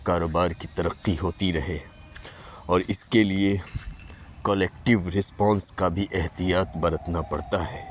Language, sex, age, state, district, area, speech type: Urdu, male, 30-45, Uttar Pradesh, Lucknow, urban, spontaneous